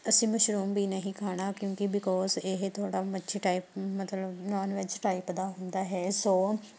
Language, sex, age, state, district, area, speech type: Punjabi, female, 18-30, Punjab, Shaheed Bhagat Singh Nagar, rural, spontaneous